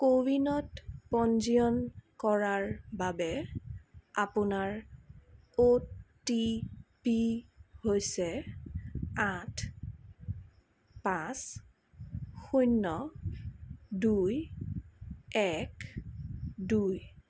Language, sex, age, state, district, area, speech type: Assamese, female, 45-60, Assam, Darrang, urban, read